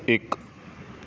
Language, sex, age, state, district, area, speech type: Punjabi, male, 30-45, Punjab, Kapurthala, urban, read